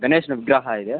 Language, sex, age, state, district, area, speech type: Kannada, male, 18-30, Karnataka, Kolar, rural, conversation